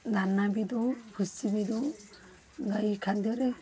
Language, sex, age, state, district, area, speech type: Odia, female, 45-60, Odisha, Balasore, rural, spontaneous